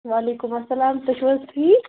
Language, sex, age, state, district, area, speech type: Kashmiri, female, 18-30, Jammu and Kashmir, Bandipora, urban, conversation